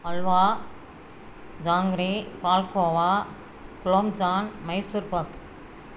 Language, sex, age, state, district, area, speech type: Tamil, female, 60+, Tamil Nadu, Namakkal, rural, spontaneous